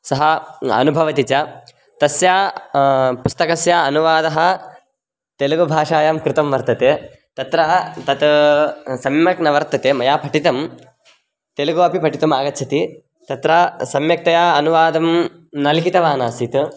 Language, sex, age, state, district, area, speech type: Sanskrit, male, 18-30, Karnataka, Raichur, rural, spontaneous